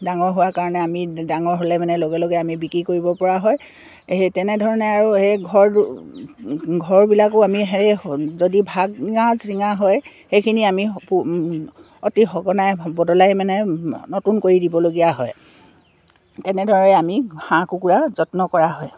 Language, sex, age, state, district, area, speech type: Assamese, female, 60+, Assam, Dibrugarh, rural, spontaneous